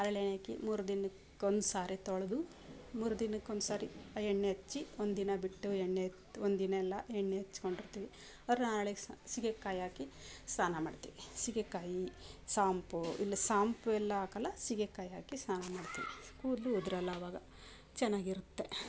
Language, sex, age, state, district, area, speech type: Kannada, female, 45-60, Karnataka, Mysore, rural, spontaneous